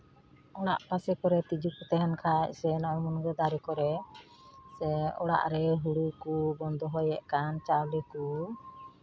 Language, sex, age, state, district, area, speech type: Santali, female, 45-60, West Bengal, Uttar Dinajpur, rural, spontaneous